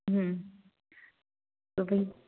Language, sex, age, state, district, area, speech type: Hindi, female, 18-30, Madhya Pradesh, Betul, rural, conversation